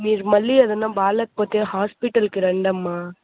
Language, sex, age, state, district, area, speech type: Telugu, female, 18-30, Andhra Pradesh, Kadapa, rural, conversation